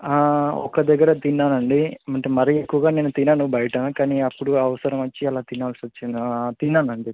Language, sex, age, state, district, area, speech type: Telugu, male, 18-30, Andhra Pradesh, Visakhapatnam, urban, conversation